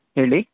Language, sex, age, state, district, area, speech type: Kannada, male, 18-30, Karnataka, Shimoga, rural, conversation